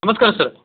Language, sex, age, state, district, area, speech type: Kannada, male, 45-60, Karnataka, Dharwad, rural, conversation